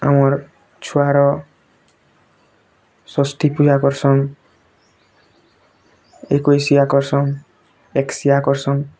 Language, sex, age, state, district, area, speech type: Odia, male, 18-30, Odisha, Bargarh, rural, spontaneous